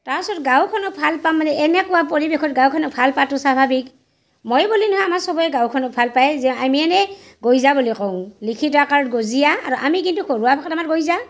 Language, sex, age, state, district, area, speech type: Assamese, female, 45-60, Assam, Barpeta, rural, spontaneous